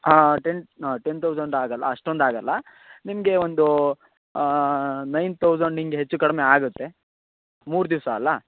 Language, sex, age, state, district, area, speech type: Kannada, male, 18-30, Karnataka, Shimoga, rural, conversation